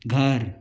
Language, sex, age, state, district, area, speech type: Hindi, male, 45-60, Madhya Pradesh, Bhopal, urban, read